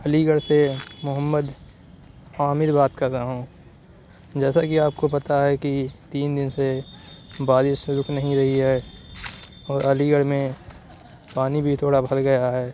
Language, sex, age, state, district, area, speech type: Urdu, male, 45-60, Uttar Pradesh, Aligarh, rural, spontaneous